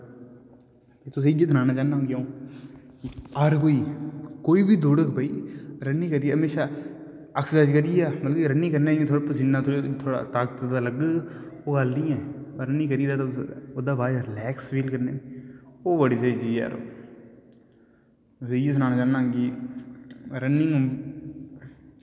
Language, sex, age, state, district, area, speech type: Dogri, male, 18-30, Jammu and Kashmir, Udhampur, rural, spontaneous